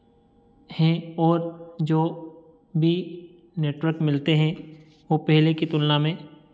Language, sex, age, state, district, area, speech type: Hindi, male, 30-45, Madhya Pradesh, Ujjain, rural, spontaneous